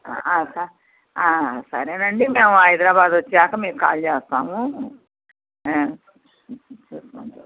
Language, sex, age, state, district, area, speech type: Telugu, female, 60+, Andhra Pradesh, Bapatla, urban, conversation